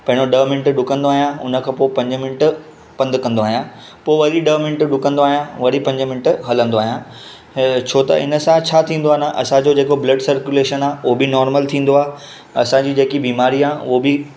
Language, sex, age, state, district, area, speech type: Sindhi, male, 18-30, Maharashtra, Mumbai Suburban, urban, spontaneous